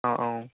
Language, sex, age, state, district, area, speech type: Bodo, male, 18-30, Assam, Kokrajhar, rural, conversation